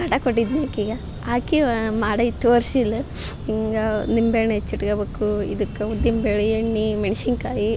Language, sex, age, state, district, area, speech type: Kannada, female, 18-30, Karnataka, Koppal, rural, spontaneous